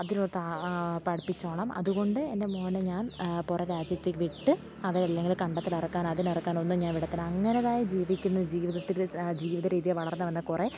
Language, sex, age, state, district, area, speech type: Malayalam, female, 18-30, Kerala, Alappuzha, rural, spontaneous